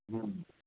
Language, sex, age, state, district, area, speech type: Urdu, male, 30-45, Maharashtra, Nashik, urban, conversation